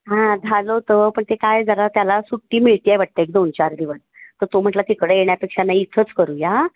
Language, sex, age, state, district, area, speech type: Marathi, female, 60+, Maharashtra, Kolhapur, urban, conversation